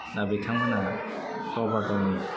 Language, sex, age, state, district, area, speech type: Bodo, male, 30-45, Assam, Udalguri, urban, spontaneous